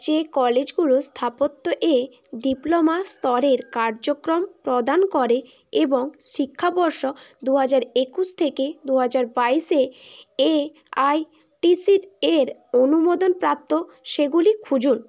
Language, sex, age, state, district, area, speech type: Bengali, female, 18-30, West Bengal, Bankura, urban, read